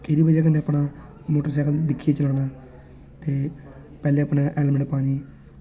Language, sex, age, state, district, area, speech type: Dogri, male, 18-30, Jammu and Kashmir, Samba, rural, spontaneous